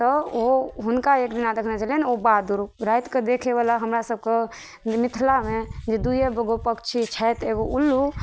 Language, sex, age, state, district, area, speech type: Maithili, female, 18-30, Bihar, Madhubani, rural, spontaneous